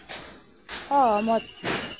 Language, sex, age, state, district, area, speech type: Assamese, female, 30-45, Assam, Darrang, rural, read